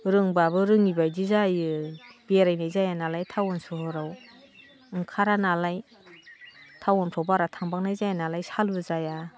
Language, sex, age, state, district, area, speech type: Bodo, female, 45-60, Assam, Udalguri, rural, spontaneous